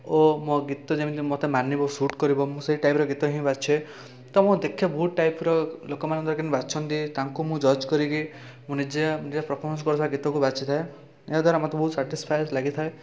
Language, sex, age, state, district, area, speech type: Odia, male, 18-30, Odisha, Rayagada, urban, spontaneous